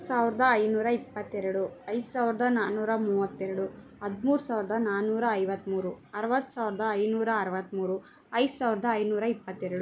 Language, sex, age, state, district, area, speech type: Kannada, female, 18-30, Karnataka, Bangalore Rural, urban, spontaneous